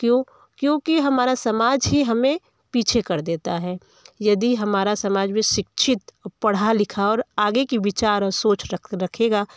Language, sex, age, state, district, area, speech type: Hindi, female, 30-45, Uttar Pradesh, Varanasi, urban, spontaneous